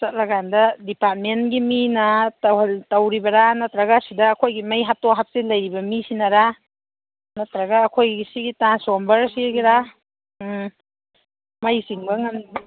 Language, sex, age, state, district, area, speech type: Manipuri, female, 30-45, Manipur, Kangpokpi, urban, conversation